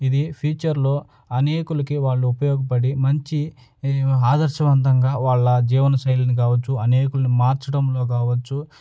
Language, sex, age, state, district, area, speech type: Telugu, male, 30-45, Andhra Pradesh, Nellore, rural, spontaneous